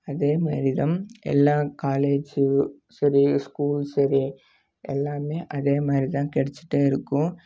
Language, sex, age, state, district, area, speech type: Tamil, male, 18-30, Tamil Nadu, Namakkal, rural, spontaneous